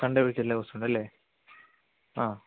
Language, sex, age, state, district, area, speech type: Malayalam, male, 18-30, Kerala, Kottayam, rural, conversation